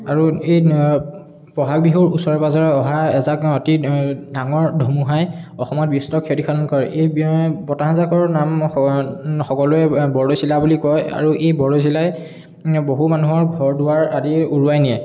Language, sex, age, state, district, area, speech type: Assamese, male, 18-30, Assam, Charaideo, urban, spontaneous